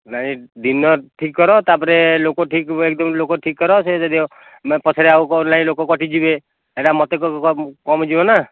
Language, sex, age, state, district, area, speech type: Odia, male, 30-45, Odisha, Nayagarh, rural, conversation